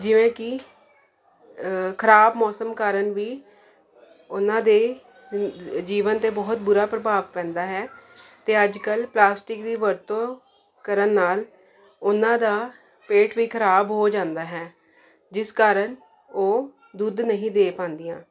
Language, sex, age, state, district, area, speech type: Punjabi, female, 30-45, Punjab, Jalandhar, urban, spontaneous